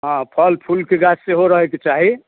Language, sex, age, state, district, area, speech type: Maithili, male, 45-60, Bihar, Madhubani, rural, conversation